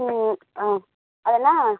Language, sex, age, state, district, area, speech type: Tamil, female, 18-30, Tamil Nadu, Mayiladuthurai, rural, conversation